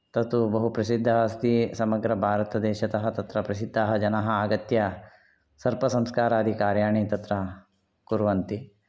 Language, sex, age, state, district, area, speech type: Sanskrit, male, 45-60, Karnataka, Shimoga, urban, spontaneous